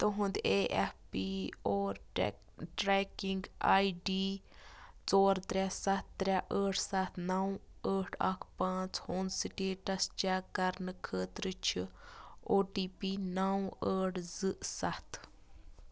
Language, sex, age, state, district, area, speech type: Kashmiri, female, 30-45, Jammu and Kashmir, Budgam, rural, read